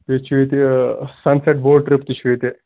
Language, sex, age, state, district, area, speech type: Kashmiri, male, 18-30, Jammu and Kashmir, Ganderbal, rural, conversation